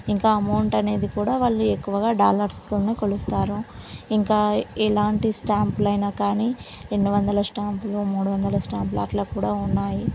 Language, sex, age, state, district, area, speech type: Telugu, female, 18-30, Telangana, Karimnagar, rural, spontaneous